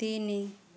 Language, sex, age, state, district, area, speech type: Odia, female, 30-45, Odisha, Boudh, rural, read